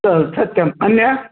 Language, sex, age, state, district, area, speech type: Sanskrit, male, 45-60, Karnataka, Vijayapura, urban, conversation